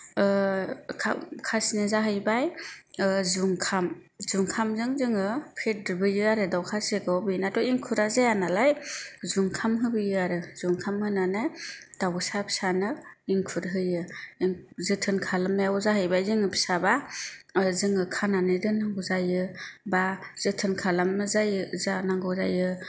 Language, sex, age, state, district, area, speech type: Bodo, female, 45-60, Assam, Kokrajhar, rural, spontaneous